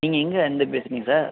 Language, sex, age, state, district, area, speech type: Tamil, male, 18-30, Tamil Nadu, Perambalur, rural, conversation